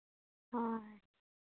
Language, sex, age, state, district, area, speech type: Santali, female, 30-45, Jharkhand, Seraikela Kharsawan, rural, conversation